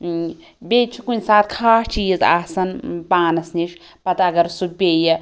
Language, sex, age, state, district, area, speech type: Kashmiri, female, 18-30, Jammu and Kashmir, Anantnag, rural, spontaneous